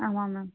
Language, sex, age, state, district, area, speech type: Tamil, female, 30-45, Tamil Nadu, Thoothukudi, rural, conversation